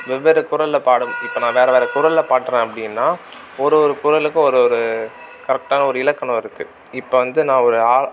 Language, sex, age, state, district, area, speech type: Tamil, male, 18-30, Tamil Nadu, Tiruvannamalai, rural, spontaneous